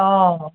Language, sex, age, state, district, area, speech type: Assamese, female, 45-60, Assam, Golaghat, urban, conversation